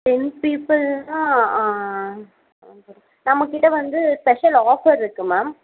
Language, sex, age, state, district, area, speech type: Tamil, female, 45-60, Tamil Nadu, Tiruvallur, urban, conversation